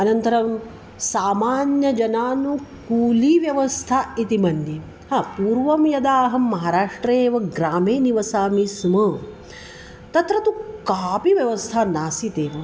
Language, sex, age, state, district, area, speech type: Sanskrit, female, 45-60, Maharashtra, Nagpur, urban, spontaneous